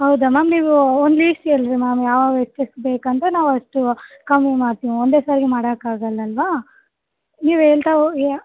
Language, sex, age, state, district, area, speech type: Kannada, female, 18-30, Karnataka, Bellary, urban, conversation